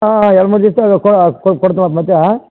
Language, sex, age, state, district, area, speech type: Kannada, male, 45-60, Karnataka, Bellary, rural, conversation